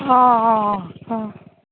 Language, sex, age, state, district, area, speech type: Assamese, female, 18-30, Assam, Dibrugarh, rural, conversation